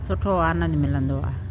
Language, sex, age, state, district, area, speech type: Sindhi, female, 60+, Delhi, South Delhi, rural, spontaneous